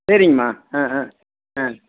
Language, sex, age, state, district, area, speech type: Tamil, male, 60+, Tamil Nadu, Tiruppur, rural, conversation